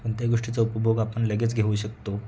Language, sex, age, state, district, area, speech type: Marathi, male, 18-30, Maharashtra, Sangli, urban, spontaneous